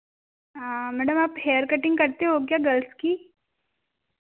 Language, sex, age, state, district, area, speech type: Hindi, female, 18-30, Madhya Pradesh, Betul, rural, conversation